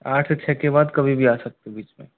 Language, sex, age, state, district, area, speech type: Hindi, male, 60+, Rajasthan, Jaipur, urban, conversation